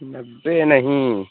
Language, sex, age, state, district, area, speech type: Urdu, male, 18-30, Uttar Pradesh, Lucknow, urban, conversation